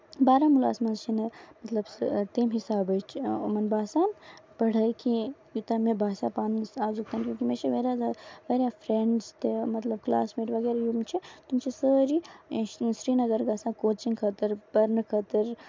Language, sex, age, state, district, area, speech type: Kashmiri, female, 18-30, Jammu and Kashmir, Baramulla, rural, spontaneous